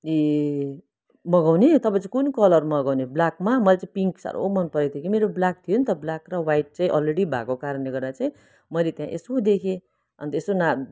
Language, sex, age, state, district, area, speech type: Nepali, female, 60+, West Bengal, Kalimpong, rural, spontaneous